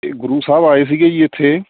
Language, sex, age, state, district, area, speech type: Punjabi, male, 30-45, Punjab, Ludhiana, rural, conversation